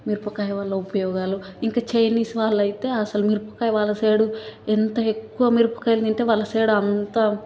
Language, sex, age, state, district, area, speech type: Telugu, female, 18-30, Telangana, Hyderabad, urban, spontaneous